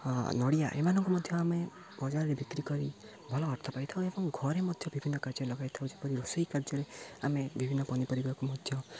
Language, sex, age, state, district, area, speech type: Odia, male, 18-30, Odisha, Jagatsinghpur, rural, spontaneous